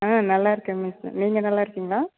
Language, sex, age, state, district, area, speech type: Tamil, female, 45-60, Tamil Nadu, Thanjavur, rural, conversation